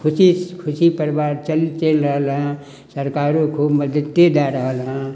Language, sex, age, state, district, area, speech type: Maithili, male, 60+, Bihar, Darbhanga, rural, spontaneous